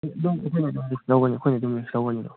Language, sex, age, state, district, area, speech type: Manipuri, male, 18-30, Manipur, Kangpokpi, urban, conversation